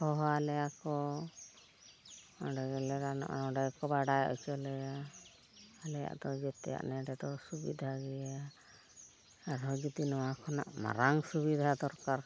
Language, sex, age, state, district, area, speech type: Santali, female, 60+, Odisha, Mayurbhanj, rural, spontaneous